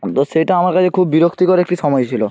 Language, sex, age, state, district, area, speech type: Bengali, male, 45-60, West Bengal, Purba Medinipur, rural, spontaneous